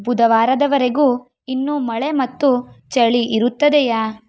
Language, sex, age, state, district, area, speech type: Kannada, female, 30-45, Karnataka, Shimoga, rural, read